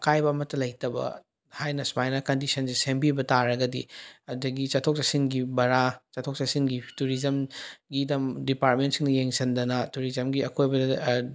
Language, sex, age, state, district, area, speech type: Manipuri, male, 18-30, Manipur, Bishnupur, rural, spontaneous